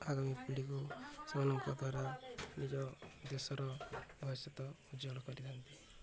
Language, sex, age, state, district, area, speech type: Odia, male, 18-30, Odisha, Subarnapur, urban, spontaneous